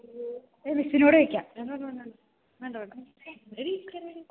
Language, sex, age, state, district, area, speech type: Malayalam, female, 18-30, Kerala, Idukki, rural, conversation